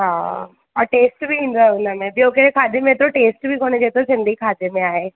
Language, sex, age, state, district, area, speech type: Sindhi, female, 18-30, Rajasthan, Ajmer, urban, conversation